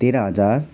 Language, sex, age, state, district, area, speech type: Nepali, male, 30-45, West Bengal, Alipurduar, urban, spontaneous